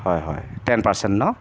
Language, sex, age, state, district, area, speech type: Assamese, male, 30-45, Assam, Jorhat, urban, spontaneous